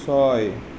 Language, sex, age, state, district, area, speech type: Assamese, male, 30-45, Assam, Nalbari, rural, read